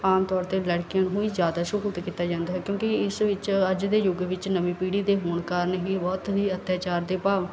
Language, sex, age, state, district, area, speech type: Punjabi, female, 18-30, Punjab, Barnala, rural, spontaneous